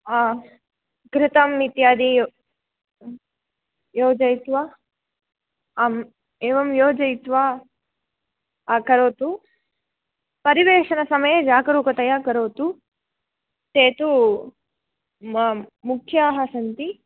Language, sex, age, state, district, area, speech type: Sanskrit, female, 18-30, Tamil Nadu, Madurai, urban, conversation